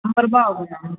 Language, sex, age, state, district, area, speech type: Tamil, male, 18-30, Tamil Nadu, Tiruvannamalai, urban, conversation